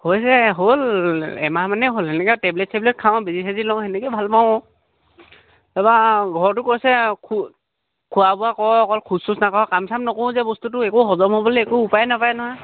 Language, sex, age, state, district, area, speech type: Assamese, male, 18-30, Assam, Lakhimpur, urban, conversation